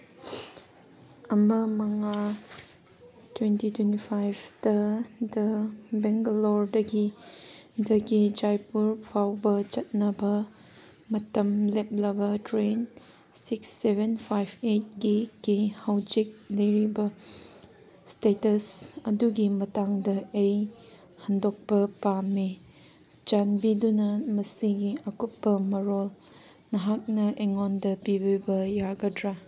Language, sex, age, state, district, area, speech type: Manipuri, female, 18-30, Manipur, Kangpokpi, urban, read